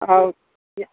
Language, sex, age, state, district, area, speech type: Manipuri, female, 60+, Manipur, Imphal East, rural, conversation